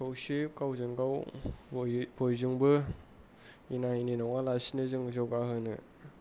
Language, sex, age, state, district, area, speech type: Bodo, male, 30-45, Assam, Kokrajhar, urban, spontaneous